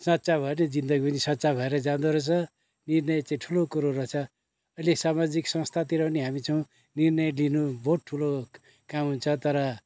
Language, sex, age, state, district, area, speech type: Nepali, male, 60+, West Bengal, Kalimpong, rural, spontaneous